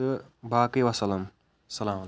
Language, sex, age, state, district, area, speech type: Kashmiri, male, 18-30, Jammu and Kashmir, Shopian, rural, spontaneous